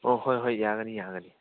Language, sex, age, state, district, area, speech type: Manipuri, male, 18-30, Manipur, Churachandpur, rural, conversation